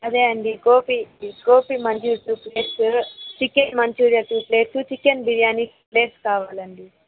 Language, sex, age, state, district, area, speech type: Telugu, female, 45-60, Andhra Pradesh, Chittoor, rural, conversation